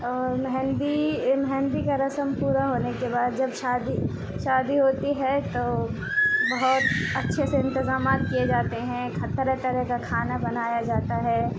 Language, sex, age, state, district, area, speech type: Urdu, female, 45-60, Bihar, Khagaria, rural, spontaneous